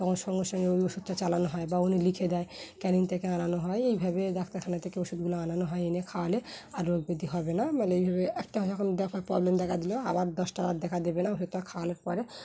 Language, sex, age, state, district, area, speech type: Bengali, female, 30-45, West Bengal, Dakshin Dinajpur, urban, spontaneous